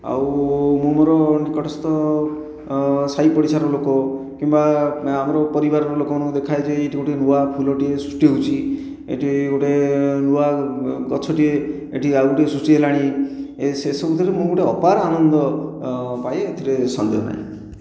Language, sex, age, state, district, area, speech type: Odia, male, 60+, Odisha, Khordha, rural, spontaneous